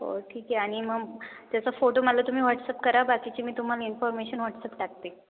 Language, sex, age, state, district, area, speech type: Marathi, female, 18-30, Maharashtra, Ahmednagar, rural, conversation